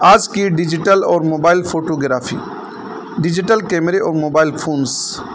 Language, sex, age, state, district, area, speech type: Urdu, male, 30-45, Uttar Pradesh, Balrampur, rural, spontaneous